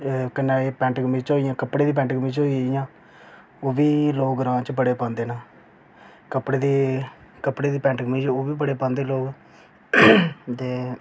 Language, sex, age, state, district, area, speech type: Dogri, male, 18-30, Jammu and Kashmir, Reasi, rural, spontaneous